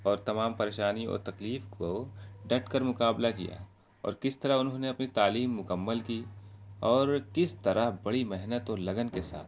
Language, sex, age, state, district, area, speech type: Urdu, male, 18-30, Bihar, Araria, rural, spontaneous